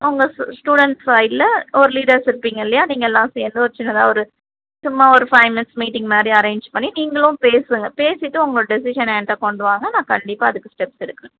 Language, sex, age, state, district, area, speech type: Tamil, female, 30-45, Tamil Nadu, Tiruvallur, urban, conversation